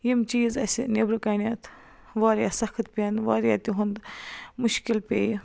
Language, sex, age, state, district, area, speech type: Kashmiri, female, 45-60, Jammu and Kashmir, Baramulla, rural, spontaneous